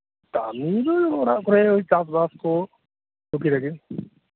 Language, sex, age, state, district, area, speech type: Santali, male, 30-45, West Bengal, Birbhum, rural, conversation